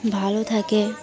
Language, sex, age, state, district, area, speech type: Bengali, female, 18-30, West Bengal, Dakshin Dinajpur, urban, spontaneous